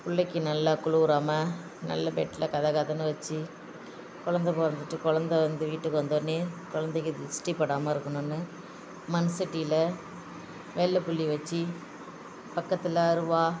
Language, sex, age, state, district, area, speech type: Tamil, female, 18-30, Tamil Nadu, Thanjavur, rural, spontaneous